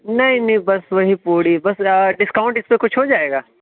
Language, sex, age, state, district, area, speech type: Urdu, male, 30-45, Uttar Pradesh, Lucknow, urban, conversation